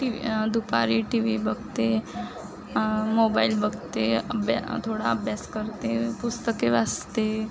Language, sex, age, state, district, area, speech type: Marathi, female, 18-30, Maharashtra, Wardha, rural, spontaneous